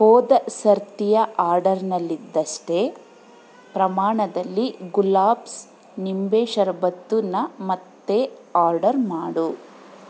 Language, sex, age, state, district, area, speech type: Kannada, female, 30-45, Karnataka, Bangalore Rural, rural, read